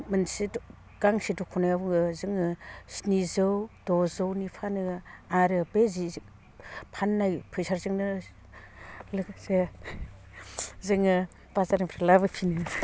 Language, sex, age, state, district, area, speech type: Bodo, female, 45-60, Assam, Udalguri, rural, spontaneous